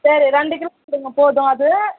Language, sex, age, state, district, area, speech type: Tamil, female, 45-60, Tamil Nadu, Kallakurichi, urban, conversation